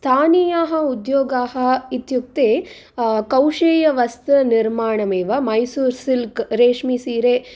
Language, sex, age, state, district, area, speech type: Sanskrit, female, 18-30, Andhra Pradesh, Guntur, urban, spontaneous